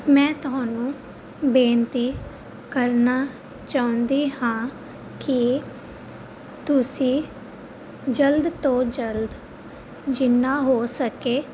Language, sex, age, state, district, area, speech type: Punjabi, female, 18-30, Punjab, Fazilka, rural, spontaneous